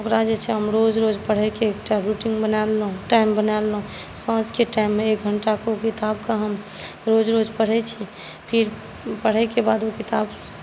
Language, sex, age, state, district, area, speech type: Maithili, female, 18-30, Bihar, Saharsa, urban, spontaneous